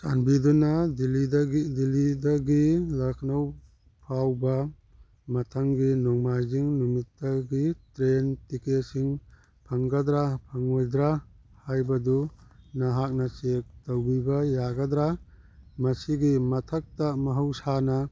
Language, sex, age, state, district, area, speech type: Manipuri, male, 18-30, Manipur, Churachandpur, rural, read